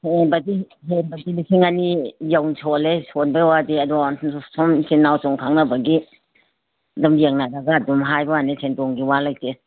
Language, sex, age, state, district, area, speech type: Manipuri, female, 60+, Manipur, Imphal East, urban, conversation